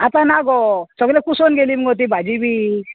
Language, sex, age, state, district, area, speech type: Goan Konkani, female, 60+, Goa, Salcete, rural, conversation